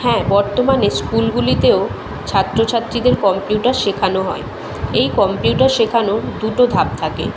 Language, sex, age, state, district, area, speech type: Bengali, female, 30-45, West Bengal, Kolkata, urban, spontaneous